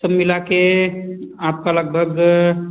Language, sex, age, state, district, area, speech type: Hindi, male, 30-45, Uttar Pradesh, Azamgarh, rural, conversation